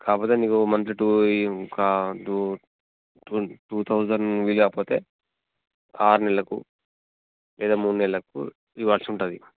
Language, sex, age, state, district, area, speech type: Telugu, male, 30-45, Telangana, Jangaon, rural, conversation